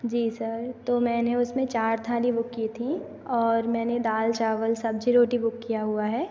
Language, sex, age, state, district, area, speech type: Hindi, female, 18-30, Madhya Pradesh, Hoshangabad, urban, spontaneous